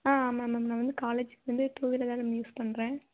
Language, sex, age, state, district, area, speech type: Tamil, female, 18-30, Tamil Nadu, Namakkal, rural, conversation